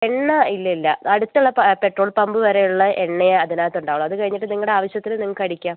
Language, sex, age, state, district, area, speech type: Malayalam, female, 45-60, Kerala, Wayanad, rural, conversation